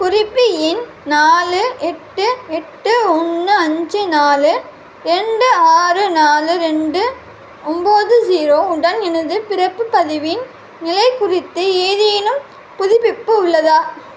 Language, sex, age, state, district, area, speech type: Tamil, female, 18-30, Tamil Nadu, Vellore, urban, read